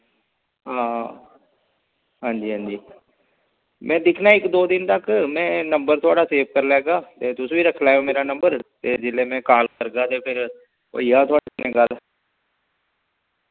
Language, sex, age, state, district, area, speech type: Dogri, male, 30-45, Jammu and Kashmir, Samba, rural, conversation